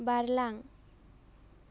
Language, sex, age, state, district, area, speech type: Bodo, female, 18-30, Assam, Baksa, rural, read